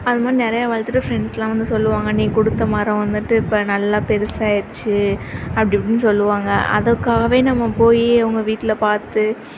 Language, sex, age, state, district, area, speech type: Tamil, female, 18-30, Tamil Nadu, Sivaganga, rural, spontaneous